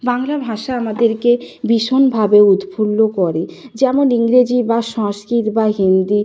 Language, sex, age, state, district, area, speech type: Bengali, female, 45-60, West Bengal, Nadia, rural, spontaneous